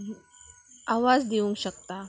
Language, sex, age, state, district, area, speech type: Goan Konkani, female, 18-30, Goa, Salcete, rural, spontaneous